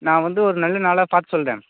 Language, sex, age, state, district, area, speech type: Tamil, male, 30-45, Tamil Nadu, Tiruvarur, urban, conversation